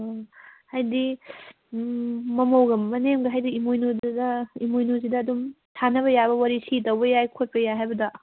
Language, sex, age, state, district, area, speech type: Manipuri, female, 30-45, Manipur, Kangpokpi, urban, conversation